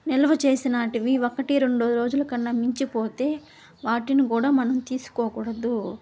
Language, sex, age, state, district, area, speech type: Telugu, female, 18-30, Andhra Pradesh, Nellore, rural, spontaneous